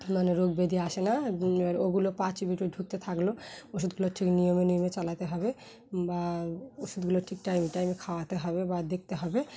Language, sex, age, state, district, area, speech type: Bengali, female, 30-45, West Bengal, Dakshin Dinajpur, urban, spontaneous